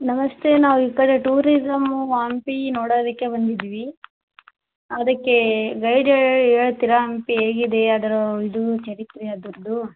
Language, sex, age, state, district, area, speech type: Kannada, female, 18-30, Karnataka, Vijayanagara, rural, conversation